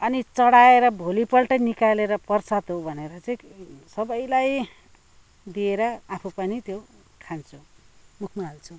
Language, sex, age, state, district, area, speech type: Nepali, female, 60+, West Bengal, Kalimpong, rural, spontaneous